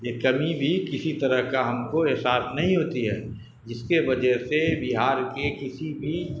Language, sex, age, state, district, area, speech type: Urdu, male, 45-60, Bihar, Darbhanga, urban, spontaneous